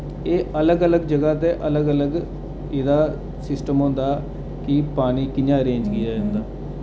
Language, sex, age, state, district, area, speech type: Dogri, male, 30-45, Jammu and Kashmir, Jammu, urban, spontaneous